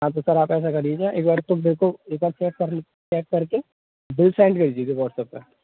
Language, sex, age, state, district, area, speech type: Hindi, male, 18-30, Rajasthan, Bharatpur, urban, conversation